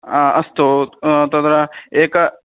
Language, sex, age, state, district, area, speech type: Sanskrit, male, 18-30, Karnataka, Uttara Kannada, rural, conversation